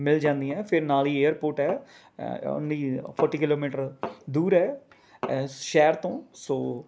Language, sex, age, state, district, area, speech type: Punjabi, male, 30-45, Punjab, Rupnagar, urban, spontaneous